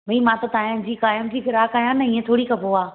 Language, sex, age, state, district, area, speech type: Sindhi, female, 30-45, Gujarat, Surat, urban, conversation